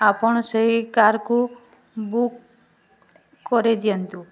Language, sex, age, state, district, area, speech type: Odia, female, 30-45, Odisha, Mayurbhanj, rural, spontaneous